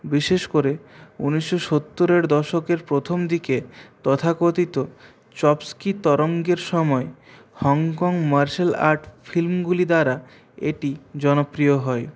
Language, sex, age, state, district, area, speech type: Bengali, male, 30-45, West Bengal, Purulia, urban, spontaneous